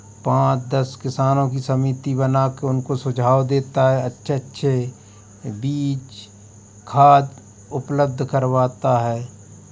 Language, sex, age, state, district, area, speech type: Hindi, male, 45-60, Madhya Pradesh, Hoshangabad, urban, spontaneous